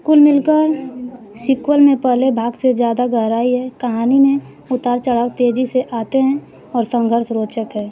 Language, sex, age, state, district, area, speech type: Hindi, female, 18-30, Uttar Pradesh, Mau, rural, read